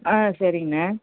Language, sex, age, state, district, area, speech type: Tamil, female, 45-60, Tamil Nadu, Madurai, urban, conversation